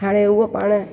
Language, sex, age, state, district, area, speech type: Sindhi, female, 30-45, Gujarat, Junagadh, urban, spontaneous